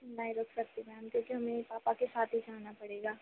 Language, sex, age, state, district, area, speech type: Hindi, female, 18-30, Madhya Pradesh, Jabalpur, urban, conversation